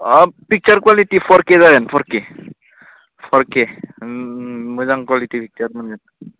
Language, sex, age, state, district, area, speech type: Bodo, male, 18-30, Assam, Udalguri, urban, conversation